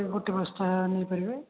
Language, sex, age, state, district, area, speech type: Odia, male, 18-30, Odisha, Puri, urban, conversation